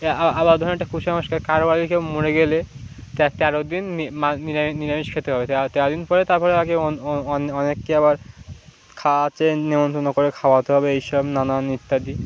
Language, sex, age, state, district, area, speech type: Bengali, male, 18-30, West Bengal, Birbhum, urban, spontaneous